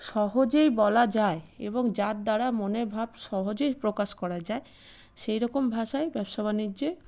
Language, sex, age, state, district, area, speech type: Bengali, female, 30-45, West Bengal, Paschim Bardhaman, urban, spontaneous